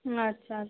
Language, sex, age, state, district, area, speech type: Bengali, female, 18-30, West Bengal, Howrah, urban, conversation